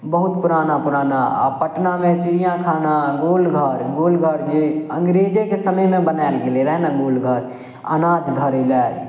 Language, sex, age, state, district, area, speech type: Maithili, male, 18-30, Bihar, Samastipur, rural, spontaneous